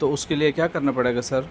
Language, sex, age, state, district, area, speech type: Urdu, male, 45-60, Delhi, North East Delhi, urban, spontaneous